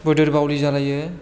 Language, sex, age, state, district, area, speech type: Bodo, female, 18-30, Assam, Chirang, rural, spontaneous